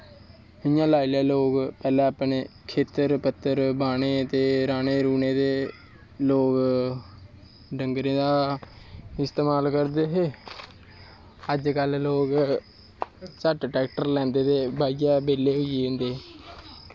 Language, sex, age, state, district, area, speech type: Dogri, male, 18-30, Jammu and Kashmir, Kathua, rural, spontaneous